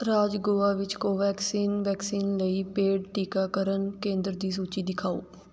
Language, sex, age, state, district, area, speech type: Punjabi, female, 18-30, Punjab, Fatehgarh Sahib, rural, read